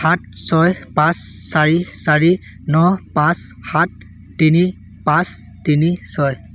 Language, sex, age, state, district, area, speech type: Assamese, male, 18-30, Assam, Sivasagar, rural, read